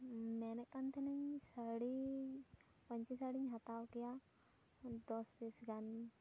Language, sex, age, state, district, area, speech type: Santali, female, 18-30, West Bengal, Purba Bardhaman, rural, spontaneous